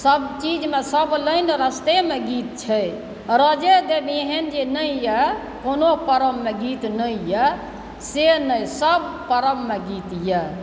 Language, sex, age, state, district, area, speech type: Maithili, male, 60+, Bihar, Supaul, rural, spontaneous